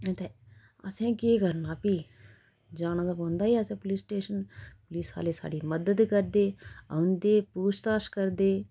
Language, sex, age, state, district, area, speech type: Dogri, female, 30-45, Jammu and Kashmir, Udhampur, rural, spontaneous